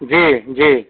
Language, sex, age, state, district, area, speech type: Hindi, male, 60+, Uttar Pradesh, Azamgarh, rural, conversation